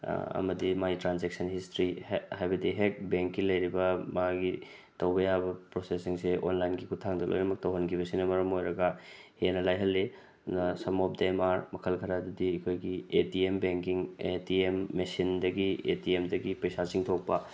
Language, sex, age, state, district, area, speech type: Manipuri, male, 30-45, Manipur, Tengnoupal, rural, spontaneous